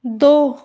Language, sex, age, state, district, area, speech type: Hindi, female, 30-45, Rajasthan, Karauli, urban, read